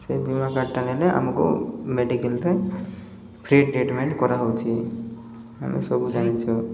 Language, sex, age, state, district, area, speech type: Odia, male, 30-45, Odisha, Koraput, urban, spontaneous